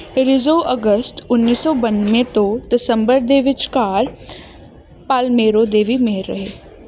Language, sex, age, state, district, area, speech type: Punjabi, female, 18-30, Punjab, Ludhiana, urban, read